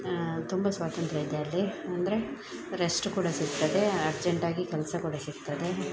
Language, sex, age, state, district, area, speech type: Kannada, female, 30-45, Karnataka, Dakshina Kannada, rural, spontaneous